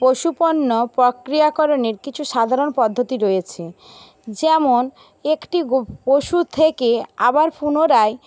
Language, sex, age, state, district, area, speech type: Bengali, female, 60+, West Bengal, Jhargram, rural, spontaneous